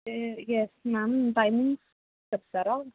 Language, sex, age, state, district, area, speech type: Telugu, female, 18-30, Andhra Pradesh, Alluri Sitarama Raju, rural, conversation